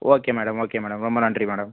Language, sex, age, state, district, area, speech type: Tamil, male, 30-45, Tamil Nadu, Pudukkottai, rural, conversation